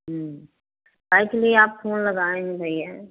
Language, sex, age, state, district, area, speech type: Hindi, female, 60+, Uttar Pradesh, Prayagraj, rural, conversation